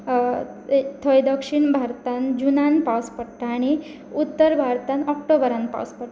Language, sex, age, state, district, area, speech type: Goan Konkani, female, 18-30, Goa, Pernem, rural, spontaneous